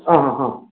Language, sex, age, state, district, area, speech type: Kannada, male, 18-30, Karnataka, Mandya, urban, conversation